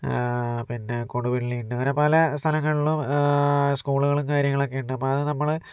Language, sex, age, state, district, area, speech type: Malayalam, male, 45-60, Kerala, Kozhikode, urban, spontaneous